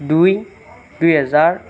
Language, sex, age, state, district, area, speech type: Assamese, male, 18-30, Assam, Nagaon, rural, spontaneous